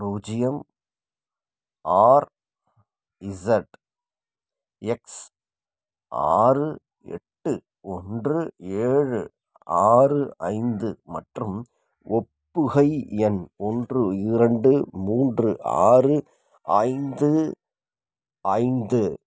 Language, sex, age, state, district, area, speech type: Tamil, male, 30-45, Tamil Nadu, Salem, rural, read